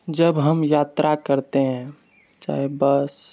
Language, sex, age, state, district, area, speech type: Maithili, male, 18-30, Bihar, Purnia, rural, spontaneous